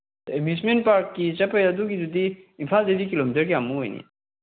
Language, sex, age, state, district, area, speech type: Manipuri, male, 30-45, Manipur, Kangpokpi, urban, conversation